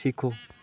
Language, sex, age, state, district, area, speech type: Hindi, male, 18-30, Rajasthan, Nagaur, rural, read